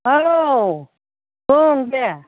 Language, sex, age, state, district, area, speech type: Bodo, female, 45-60, Assam, Chirang, rural, conversation